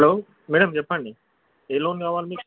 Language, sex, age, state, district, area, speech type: Telugu, male, 18-30, Telangana, Nalgonda, urban, conversation